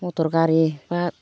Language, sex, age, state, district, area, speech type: Bodo, female, 45-60, Assam, Kokrajhar, urban, spontaneous